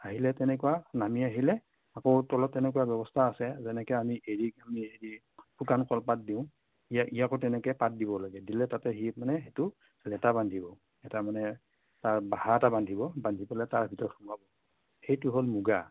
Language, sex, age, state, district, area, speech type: Assamese, female, 60+, Assam, Morigaon, urban, conversation